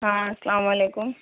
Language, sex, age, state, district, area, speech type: Urdu, female, 18-30, Bihar, Gaya, urban, conversation